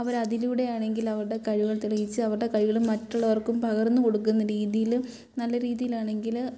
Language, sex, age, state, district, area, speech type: Malayalam, female, 18-30, Kerala, Kottayam, urban, spontaneous